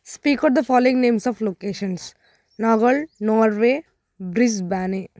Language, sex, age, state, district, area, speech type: Telugu, female, 18-30, Telangana, Hyderabad, urban, spontaneous